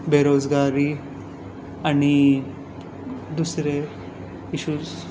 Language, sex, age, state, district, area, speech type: Goan Konkani, male, 18-30, Goa, Tiswadi, rural, spontaneous